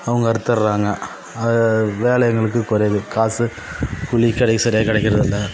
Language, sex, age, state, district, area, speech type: Tamil, male, 30-45, Tamil Nadu, Kallakurichi, urban, spontaneous